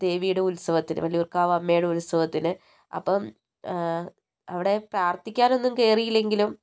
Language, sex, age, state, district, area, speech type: Malayalam, female, 60+, Kerala, Wayanad, rural, spontaneous